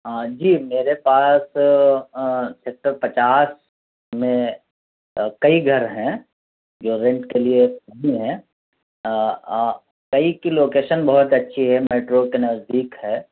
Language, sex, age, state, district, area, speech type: Urdu, female, 30-45, Uttar Pradesh, Gautam Buddha Nagar, rural, conversation